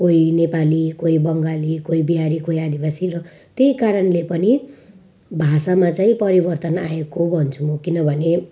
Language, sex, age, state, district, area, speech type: Nepali, female, 30-45, West Bengal, Jalpaiguri, rural, spontaneous